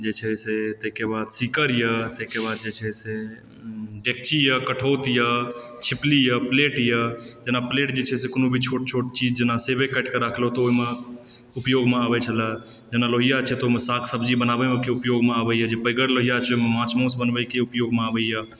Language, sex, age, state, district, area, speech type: Maithili, male, 18-30, Bihar, Supaul, urban, spontaneous